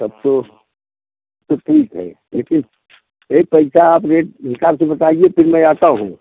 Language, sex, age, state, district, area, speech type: Hindi, male, 45-60, Uttar Pradesh, Jaunpur, rural, conversation